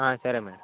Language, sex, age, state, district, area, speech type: Telugu, male, 45-60, Andhra Pradesh, Srikakulam, urban, conversation